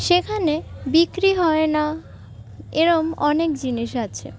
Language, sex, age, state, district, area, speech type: Bengali, female, 45-60, West Bengal, Paschim Bardhaman, urban, spontaneous